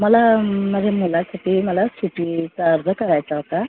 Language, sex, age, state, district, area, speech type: Marathi, female, 30-45, Maharashtra, Amravati, urban, conversation